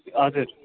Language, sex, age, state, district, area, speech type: Nepali, male, 18-30, West Bengal, Darjeeling, rural, conversation